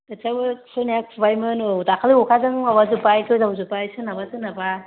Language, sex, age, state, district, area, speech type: Bodo, female, 30-45, Assam, Kokrajhar, rural, conversation